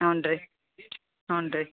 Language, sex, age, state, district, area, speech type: Kannada, female, 30-45, Karnataka, Koppal, urban, conversation